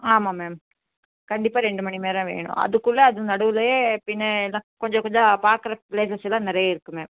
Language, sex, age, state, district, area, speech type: Tamil, female, 30-45, Tamil Nadu, Nilgiris, urban, conversation